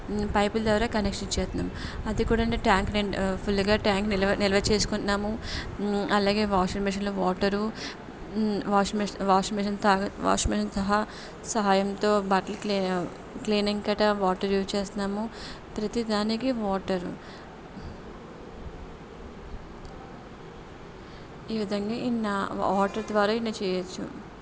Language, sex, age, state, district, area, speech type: Telugu, female, 30-45, Andhra Pradesh, Anakapalli, urban, spontaneous